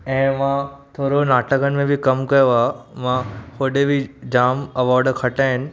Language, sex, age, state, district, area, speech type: Sindhi, male, 18-30, Maharashtra, Thane, urban, spontaneous